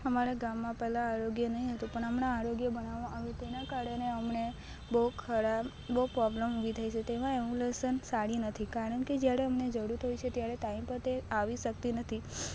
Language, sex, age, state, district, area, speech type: Gujarati, female, 18-30, Gujarat, Narmada, rural, spontaneous